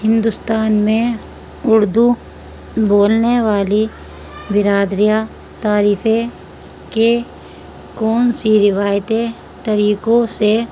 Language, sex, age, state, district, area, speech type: Urdu, female, 45-60, Uttar Pradesh, Muzaffarnagar, urban, spontaneous